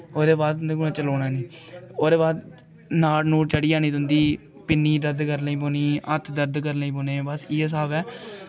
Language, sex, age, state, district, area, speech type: Dogri, male, 18-30, Jammu and Kashmir, Kathua, rural, spontaneous